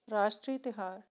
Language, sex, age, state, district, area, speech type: Punjabi, female, 45-60, Punjab, Fatehgarh Sahib, rural, spontaneous